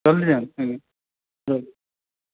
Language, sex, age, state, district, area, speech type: Odia, male, 18-30, Odisha, Khordha, rural, conversation